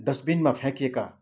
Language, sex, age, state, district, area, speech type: Nepali, male, 60+, West Bengal, Kalimpong, rural, spontaneous